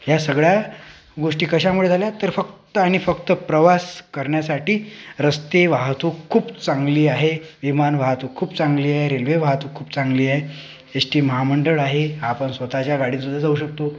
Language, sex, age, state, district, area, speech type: Marathi, male, 18-30, Maharashtra, Akola, rural, spontaneous